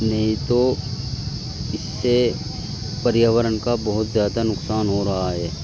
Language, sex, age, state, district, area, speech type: Urdu, male, 18-30, Uttar Pradesh, Muzaffarnagar, urban, spontaneous